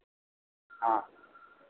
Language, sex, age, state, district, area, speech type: Hindi, male, 60+, Uttar Pradesh, Lucknow, urban, conversation